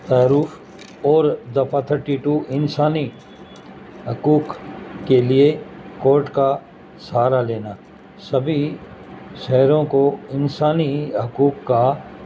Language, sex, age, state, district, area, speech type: Urdu, male, 60+, Uttar Pradesh, Gautam Buddha Nagar, urban, spontaneous